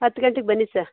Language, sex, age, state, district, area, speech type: Kannada, female, 30-45, Karnataka, Mandya, rural, conversation